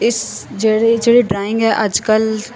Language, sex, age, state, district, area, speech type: Punjabi, female, 18-30, Punjab, Firozpur, urban, spontaneous